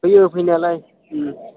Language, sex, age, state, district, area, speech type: Bodo, male, 45-60, Assam, Udalguri, rural, conversation